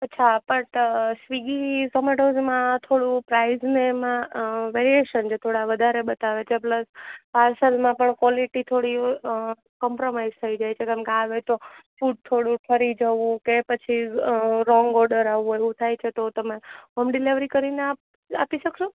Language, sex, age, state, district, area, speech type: Gujarati, female, 30-45, Gujarat, Junagadh, urban, conversation